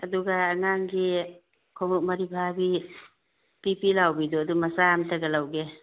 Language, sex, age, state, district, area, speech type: Manipuri, female, 45-60, Manipur, Imphal East, rural, conversation